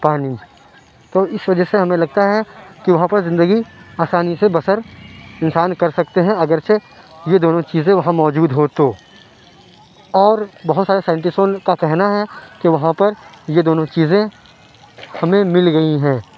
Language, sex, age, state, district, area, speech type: Urdu, male, 30-45, Uttar Pradesh, Lucknow, urban, spontaneous